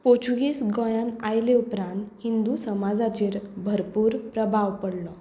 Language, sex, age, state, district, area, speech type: Goan Konkani, female, 18-30, Goa, Tiswadi, rural, spontaneous